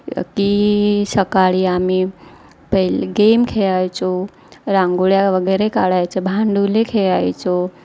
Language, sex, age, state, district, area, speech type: Marathi, female, 30-45, Maharashtra, Wardha, rural, spontaneous